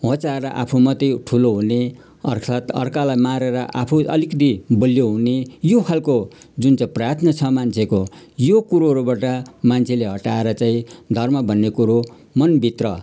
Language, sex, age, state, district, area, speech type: Nepali, male, 60+, West Bengal, Jalpaiguri, urban, spontaneous